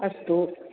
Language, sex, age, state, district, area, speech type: Sanskrit, female, 45-60, Tamil Nadu, Thanjavur, urban, conversation